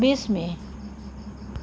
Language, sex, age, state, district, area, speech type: Assamese, female, 45-60, Assam, Jorhat, urban, spontaneous